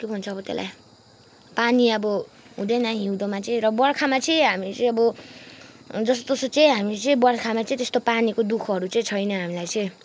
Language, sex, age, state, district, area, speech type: Nepali, female, 18-30, West Bengal, Kalimpong, rural, spontaneous